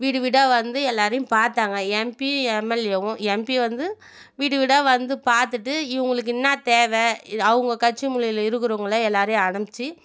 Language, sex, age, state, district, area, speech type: Tamil, female, 30-45, Tamil Nadu, Viluppuram, rural, spontaneous